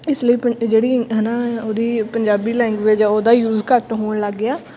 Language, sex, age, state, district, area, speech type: Punjabi, female, 18-30, Punjab, Fatehgarh Sahib, rural, spontaneous